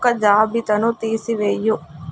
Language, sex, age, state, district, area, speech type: Telugu, female, 18-30, Telangana, Mahbubnagar, urban, read